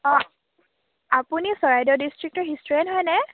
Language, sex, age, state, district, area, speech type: Assamese, female, 18-30, Assam, Sivasagar, urban, conversation